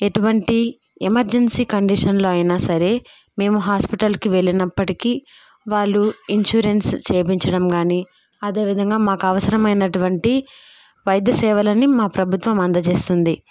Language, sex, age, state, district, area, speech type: Telugu, female, 18-30, Andhra Pradesh, Kadapa, rural, spontaneous